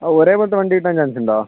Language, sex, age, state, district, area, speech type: Malayalam, male, 30-45, Kerala, Kozhikode, urban, conversation